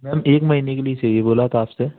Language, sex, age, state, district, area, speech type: Hindi, male, 30-45, Madhya Pradesh, Gwalior, rural, conversation